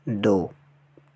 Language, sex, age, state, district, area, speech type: Hindi, male, 18-30, Madhya Pradesh, Jabalpur, urban, read